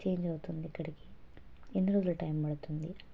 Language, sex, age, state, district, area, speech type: Telugu, female, 30-45, Telangana, Hanamkonda, rural, spontaneous